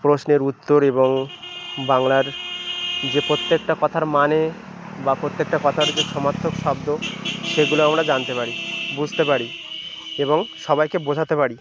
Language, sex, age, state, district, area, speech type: Bengali, male, 30-45, West Bengal, Birbhum, urban, spontaneous